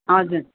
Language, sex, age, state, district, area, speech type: Nepali, female, 30-45, West Bengal, Darjeeling, rural, conversation